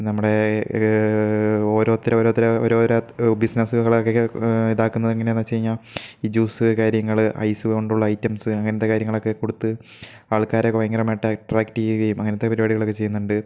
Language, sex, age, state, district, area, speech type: Malayalam, male, 18-30, Kerala, Kozhikode, rural, spontaneous